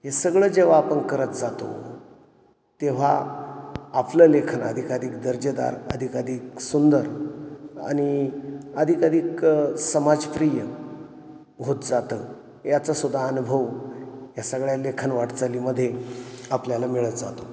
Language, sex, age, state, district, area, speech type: Marathi, male, 45-60, Maharashtra, Ahmednagar, urban, spontaneous